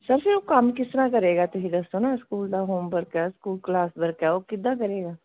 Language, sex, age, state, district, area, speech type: Punjabi, female, 45-60, Punjab, Gurdaspur, urban, conversation